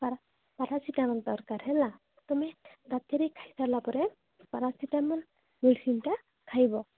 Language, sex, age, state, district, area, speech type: Odia, female, 45-60, Odisha, Nabarangpur, rural, conversation